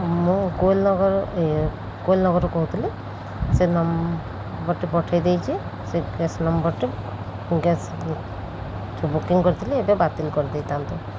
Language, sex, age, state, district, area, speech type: Odia, female, 30-45, Odisha, Sundergarh, urban, spontaneous